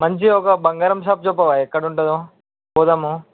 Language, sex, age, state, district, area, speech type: Telugu, male, 18-30, Telangana, Hyderabad, urban, conversation